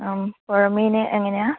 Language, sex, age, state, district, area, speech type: Malayalam, female, 45-60, Kerala, Kozhikode, urban, conversation